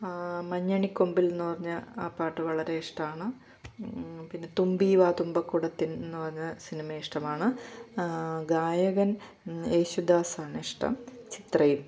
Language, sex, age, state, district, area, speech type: Malayalam, female, 45-60, Kerala, Pathanamthitta, rural, spontaneous